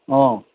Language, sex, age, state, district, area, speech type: Assamese, male, 45-60, Assam, Charaideo, urban, conversation